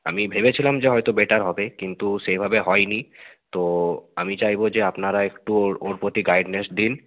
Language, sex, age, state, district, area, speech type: Bengali, male, 30-45, West Bengal, Nadia, urban, conversation